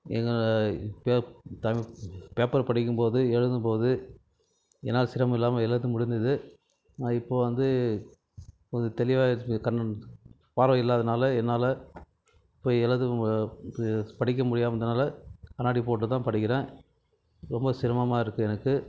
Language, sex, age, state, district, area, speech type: Tamil, male, 30-45, Tamil Nadu, Krishnagiri, rural, spontaneous